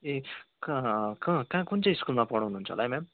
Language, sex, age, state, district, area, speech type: Nepali, male, 18-30, West Bengal, Kalimpong, rural, conversation